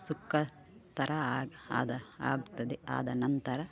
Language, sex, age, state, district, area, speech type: Kannada, female, 45-60, Karnataka, Udupi, rural, spontaneous